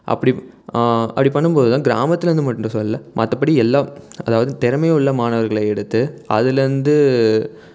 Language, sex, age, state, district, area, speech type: Tamil, male, 18-30, Tamil Nadu, Salem, rural, spontaneous